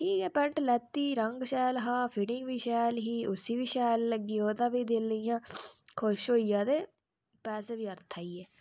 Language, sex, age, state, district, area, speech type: Dogri, female, 45-60, Jammu and Kashmir, Udhampur, rural, spontaneous